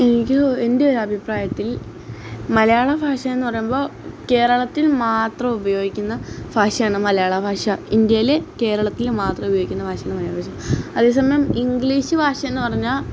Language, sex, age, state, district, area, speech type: Malayalam, female, 18-30, Kerala, Alappuzha, rural, spontaneous